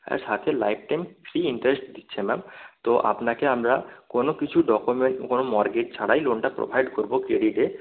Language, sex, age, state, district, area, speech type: Bengali, male, 18-30, West Bengal, Purba Medinipur, rural, conversation